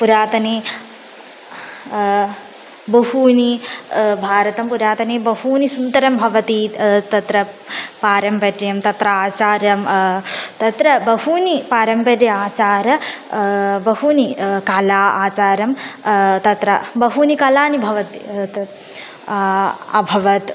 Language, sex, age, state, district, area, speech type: Sanskrit, female, 18-30, Kerala, Malappuram, rural, spontaneous